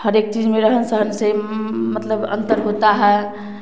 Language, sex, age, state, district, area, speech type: Hindi, female, 30-45, Bihar, Samastipur, urban, spontaneous